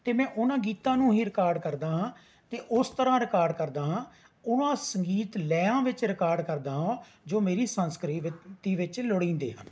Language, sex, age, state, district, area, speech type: Punjabi, male, 45-60, Punjab, Rupnagar, rural, spontaneous